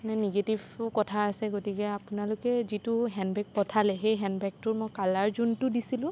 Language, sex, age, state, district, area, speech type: Assamese, female, 18-30, Assam, Sonitpur, rural, spontaneous